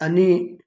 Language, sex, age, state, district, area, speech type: Manipuri, male, 45-60, Manipur, Imphal West, urban, read